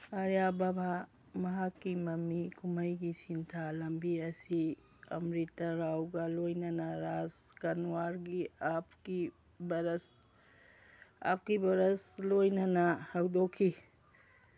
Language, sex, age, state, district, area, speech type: Manipuri, female, 60+, Manipur, Churachandpur, urban, read